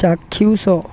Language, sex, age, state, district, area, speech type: Odia, male, 18-30, Odisha, Balangir, urban, read